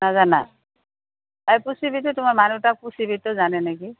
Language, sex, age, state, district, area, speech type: Assamese, female, 60+, Assam, Goalpara, rural, conversation